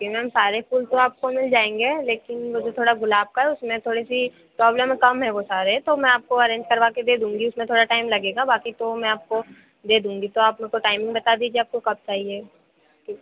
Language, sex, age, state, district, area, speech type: Hindi, female, 30-45, Madhya Pradesh, Harda, urban, conversation